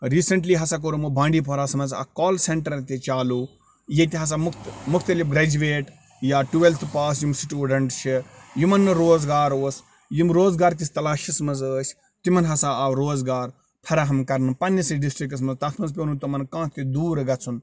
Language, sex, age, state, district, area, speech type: Kashmiri, male, 45-60, Jammu and Kashmir, Bandipora, rural, spontaneous